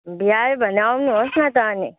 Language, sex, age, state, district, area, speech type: Nepali, female, 18-30, West Bengal, Alipurduar, urban, conversation